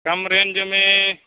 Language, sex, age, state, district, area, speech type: Urdu, male, 60+, Uttar Pradesh, Mau, urban, conversation